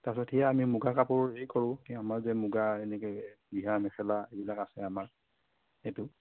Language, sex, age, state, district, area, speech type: Assamese, female, 60+, Assam, Morigaon, urban, conversation